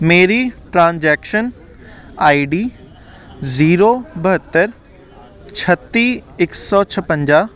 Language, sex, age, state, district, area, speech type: Punjabi, male, 18-30, Punjab, Hoshiarpur, urban, read